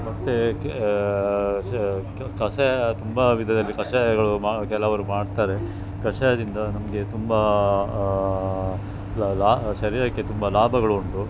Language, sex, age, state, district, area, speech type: Kannada, male, 45-60, Karnataka, Dakshina Kannada, rural, spontaneous